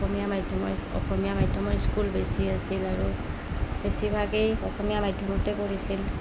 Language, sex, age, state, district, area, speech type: Assamese, female, 30-45, Assam, Goalpara, rural, spontaneous